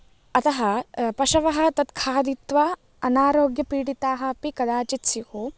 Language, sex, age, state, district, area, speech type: Sanskrit, female, 18-30, Karnataka, Uttara Kannada, rural, spontaneous